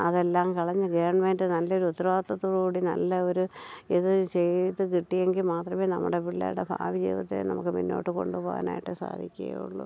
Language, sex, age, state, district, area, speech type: Malayalam, female, 60+, Kerala, Thiruvananthapuram, urban, spontaneous